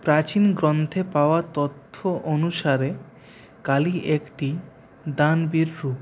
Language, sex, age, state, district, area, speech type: Bengali, male, 30-45, West Bengal, Purulia, urban, spontaneous